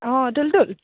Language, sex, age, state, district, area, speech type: Assamese, female, 30-45, Assam, Goalpara, urban, conversation